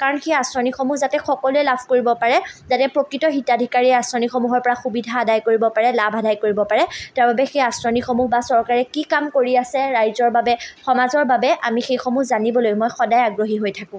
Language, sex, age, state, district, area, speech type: Assamese, female, 18-30, Assam, Majuli, urban, spontaneous